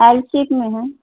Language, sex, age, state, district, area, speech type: Urdu, female, 45-60, Delhi, North East Delhi, urban, conversation